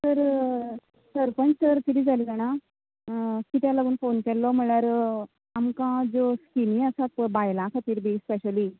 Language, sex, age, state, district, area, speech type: Goan Konkani, female, 30-45, Goa, Canacona, rural, conversation